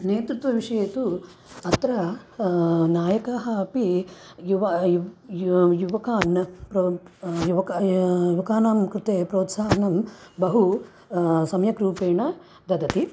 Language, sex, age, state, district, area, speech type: Sanskrit, female, 30-45, Andhra Pradesh, Krishna, urban, spontaneous